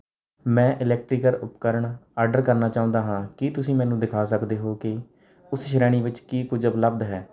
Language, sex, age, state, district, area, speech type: Punjabi, male, 18-30, Punjab, Rupnagar, rural, read